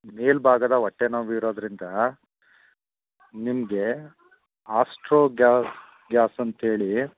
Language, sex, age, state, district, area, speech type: Kannada, male, 30-45, Karnataka, Mandya, rural, conversation